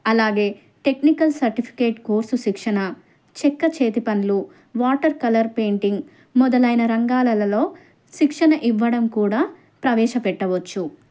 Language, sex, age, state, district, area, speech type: Telugu, female, 30-45, Andhra Pradesh, Krishna, urban, spontaneous